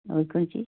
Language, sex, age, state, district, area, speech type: Hindi, female, 60+, Uttar Pradesh, Mau, rural, conversation